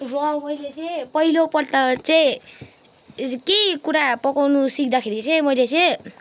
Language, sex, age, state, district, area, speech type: Nepali, female, 18-30, West Bengal, Kalimpong, rural, spontaneous